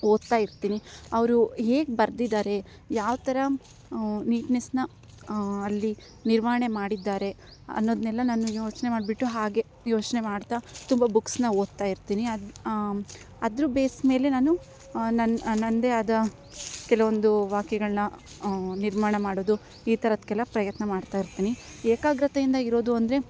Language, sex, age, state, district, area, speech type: Kannada, female, 18-30, Karnataka, Chikkamagaluru, rural, spontaneous